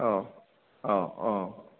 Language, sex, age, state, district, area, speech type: Bodo, male, 45-60, Assam, Chirang, urban, conversation